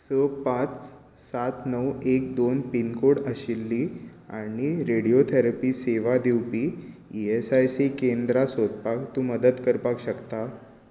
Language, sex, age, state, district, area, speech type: Goan Konkani, male, 18-30, Goa, Bardez, urban, read